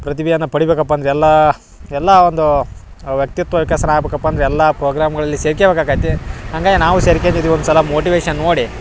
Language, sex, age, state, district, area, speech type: Kannada, male, 18-30, Karnataka, Dharwad, urban, spontaneous